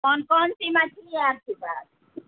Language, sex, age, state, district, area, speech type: Urdu, female, 60+, Bihar, Supaul, rural, conversation